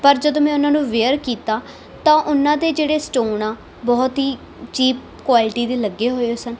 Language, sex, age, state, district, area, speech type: Punjabi, female, 18-30, Punjab, Muktsar, rural, spontaneous